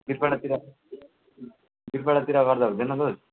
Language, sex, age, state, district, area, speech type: Nepali, male, 18-30, West Bengal, Alipurduar, rural, conversation